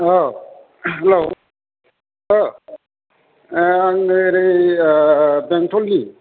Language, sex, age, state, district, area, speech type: Bodo, male, 45-60, Assam, Chirang, urban, conversation